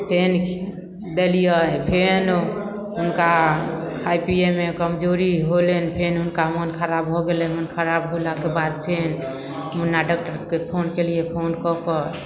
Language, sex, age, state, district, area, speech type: Maithili, female, 30-45, Bihar, Samastipur, rural, spontaneous